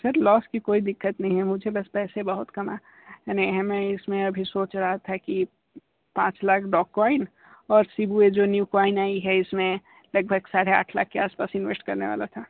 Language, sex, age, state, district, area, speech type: Hindi, male, 18-30, Uttar Pradesh, Sonbhadra, rural, conversation